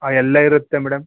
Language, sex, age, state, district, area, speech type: Kannada, male, 30-45, Karnataka, Mysore, rural, conversation